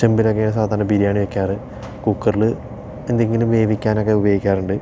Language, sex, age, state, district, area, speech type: Malayalam, male, 18-30, Kerala, Palakkad, urban, spontaneous